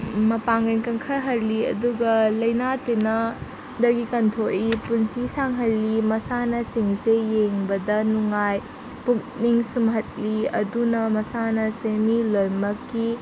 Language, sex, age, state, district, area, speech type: Manipuri, female, 18-30, Manipur, Senapati, rural, spontaneous